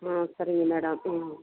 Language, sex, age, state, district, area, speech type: Tamil, female, 60+, Tamil Nadu, Ariyalur, rural, conversation